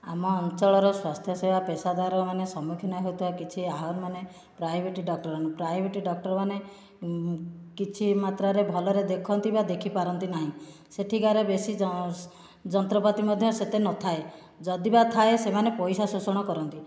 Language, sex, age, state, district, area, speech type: Odia, female, 45-60, Odisha, Khordha, rural, spontaneous